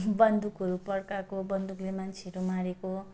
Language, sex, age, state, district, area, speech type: Nepali, female, 18-30, West Bengal, Darjeeling, rural, spontaneous